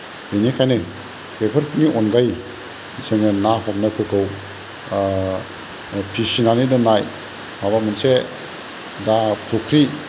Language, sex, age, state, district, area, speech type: Bodo, male, 45-60, Assam, Kokrajhar, rural, spontaneous